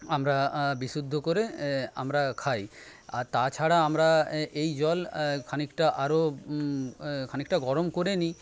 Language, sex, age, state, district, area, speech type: Bengali, male, 30-45, West Bengal, Paschim Medinipur, rural, spontaneous